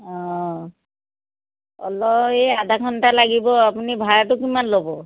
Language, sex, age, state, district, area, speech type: Assamese, female, 60+, Assam, Charaideo, urban, conversation